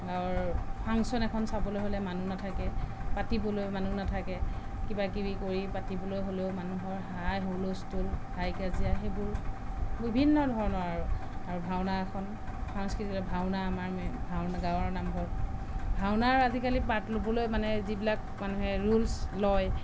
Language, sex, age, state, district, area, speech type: Assamese, female, 30-45, Assam, Sonitpur, rural, spontaneous